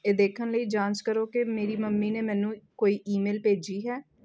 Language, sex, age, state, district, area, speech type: Punjabi, female, 30-45, Punjab, Amritsar, urban, read